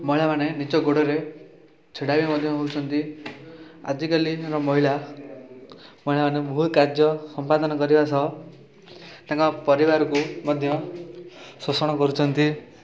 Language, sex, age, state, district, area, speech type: Odia, male, 18-30, Odisha, Rayagada, urban, spontaneous